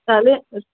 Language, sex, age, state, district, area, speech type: Bengali, female, 18-30, West Bengal, Paschim Bardhaman, rural, conversation